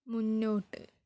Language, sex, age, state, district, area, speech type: Malayalam, female, 18-30, Kerala, Kozhikode, urban, read